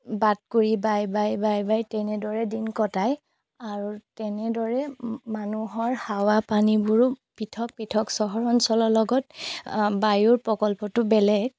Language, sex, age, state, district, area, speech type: Assamese, female, 30-45, Assam, Golaghat, rural, spontaneous